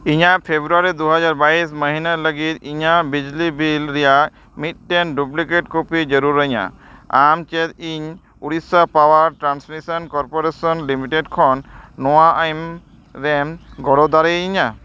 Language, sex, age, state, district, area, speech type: Santali, male, 30-45, West Bengal, Dakshin Dinajpur, rural, read